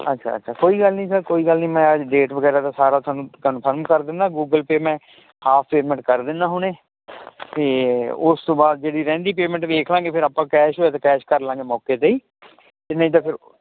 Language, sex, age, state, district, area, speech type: Punjabi, male, 30-45, Punjab, Fazilka, rural, conversation